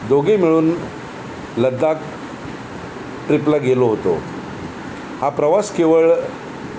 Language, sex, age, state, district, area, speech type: Marathi, male, 45-60, Maharashtra, Thane, rural, spontaneous